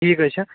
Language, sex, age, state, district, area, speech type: Kashmiri, male, 45-60, Jammu and Kashmir, Budgam, urban, conversation